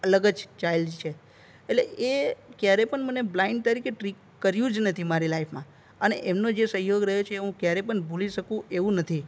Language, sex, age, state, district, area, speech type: Gujarati, male, 30-45, Gujarat, Narmada, urban, spontaneous